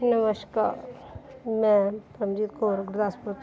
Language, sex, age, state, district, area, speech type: Punjabi, female, 30-45, Punjab, Gurdaspur, urban, spontaneous